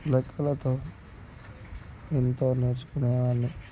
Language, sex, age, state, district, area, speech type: Telugu, male, 18-30, Telangana, Nalgonda, urban, spontaneous